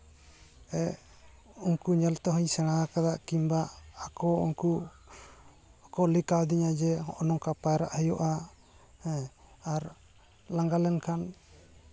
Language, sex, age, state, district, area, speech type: Santali, male, 30-45, West Bengal, Jhargram, rural, spontaneous